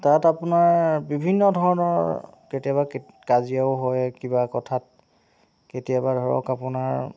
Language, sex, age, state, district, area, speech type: Assamese, female, 18-30, Assam, Nagaon, rural, spontaneous